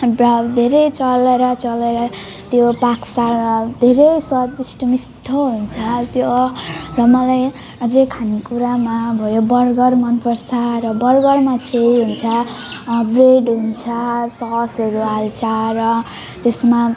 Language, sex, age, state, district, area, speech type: Nepali, female, 18-30, West Bengal, Alipurduar, urban, spontaneous